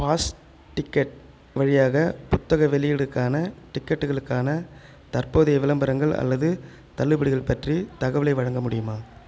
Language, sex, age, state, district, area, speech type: Tamil, male, 30-45, Tamil Nadu, Chengalpattu, rural, read